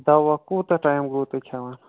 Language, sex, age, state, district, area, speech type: Kashmiri, male, 18-30, Jammu and Kashmir, Shopian, rural, conversation